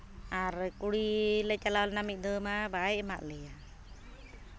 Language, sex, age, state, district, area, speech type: Santali, female, 45-60, Jharkhand, Seraikela Kharsawan, rural, spontaneous